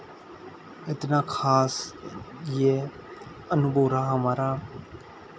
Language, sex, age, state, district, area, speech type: Hindi, male, 18-30, Rajasthan, Nagaur, rural, spontaneous